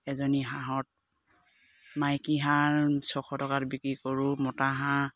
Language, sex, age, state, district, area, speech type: Assamese, female, 45-60, Assam, Dibrugarh, rural, spontaneous